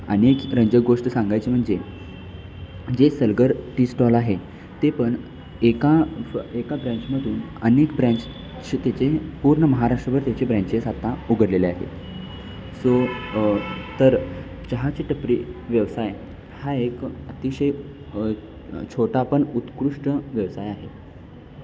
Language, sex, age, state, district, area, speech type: Marathi, male, 18-30, Maharashtra, Kolhapur, urban, spontaneous